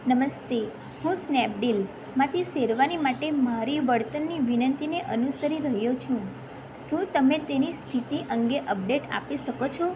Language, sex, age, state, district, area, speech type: Gujarati, female, 18-30, Gujarat, Valsad, urban, read